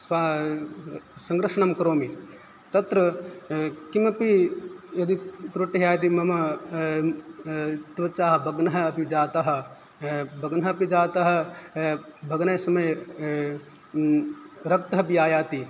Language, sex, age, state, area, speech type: Sanskrit, male, 18-30, Rajasthan, rural, spontaneous